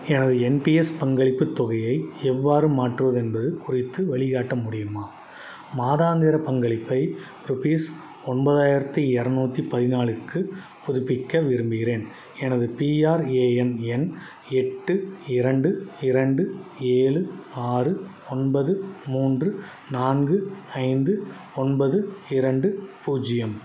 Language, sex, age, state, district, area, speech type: Tamil, male, 30-45, Tamil Nadu, Salem, urban, read